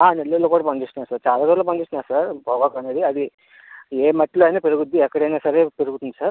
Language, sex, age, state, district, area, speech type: Telugu, male, 60+, Andhra Pradesh, Vizianagaram, rural, conversation